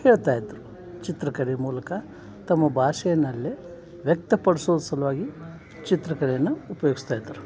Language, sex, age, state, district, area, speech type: Kannada, male, 60+, Karnataka, Dharwad, urban, spontaneous